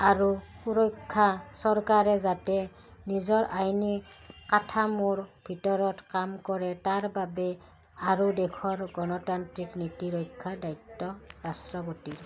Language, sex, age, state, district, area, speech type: Assamese, female, 30-45, Assam, Udalguri, rural, spontaneous